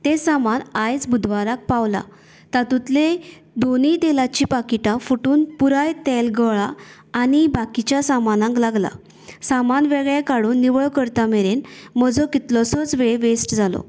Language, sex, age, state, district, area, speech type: Goan Konkani, female, 30-45, Goa, Canacona, rural, spontaneous